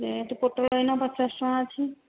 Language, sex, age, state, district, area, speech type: Odia, female, 45-60, Odisha, Khordha, rural, conversation